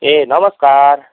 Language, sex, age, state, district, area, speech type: Nepali, male, 30-45, West Bengal, Kalimpong, rural, conversation